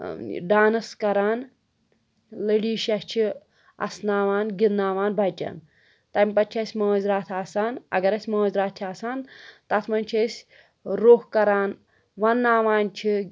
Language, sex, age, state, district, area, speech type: Kashmiri, female, 30-45, Jammu and Kashmir, Pulwama, urban, spontaneous